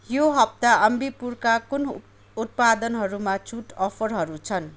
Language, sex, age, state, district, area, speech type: Nepali, male, 30-45, West Bengal, Kalimpong, rural, read